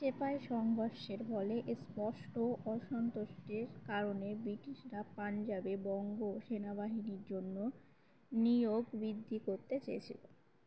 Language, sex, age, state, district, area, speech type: Bengali, female, 18-30, West Bengal, Uttar Dinajpur, urban, read